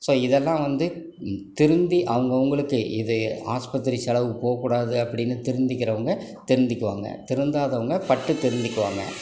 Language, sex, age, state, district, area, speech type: Tamil, male, 60+, Tamil Nadu, Ariyalur, rural, spontaneous